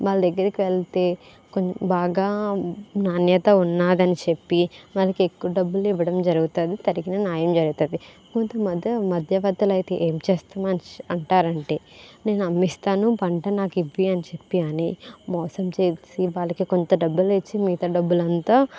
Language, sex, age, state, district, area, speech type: Telugu, female, 18-30, Andhra Pradesh, Kakinada, urban, spontaneous